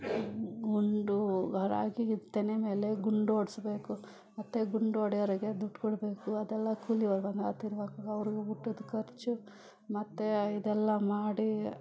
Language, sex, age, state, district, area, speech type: Kannada, female, 45-60, Karnataka, Bangalore Rural, rural, spontaneous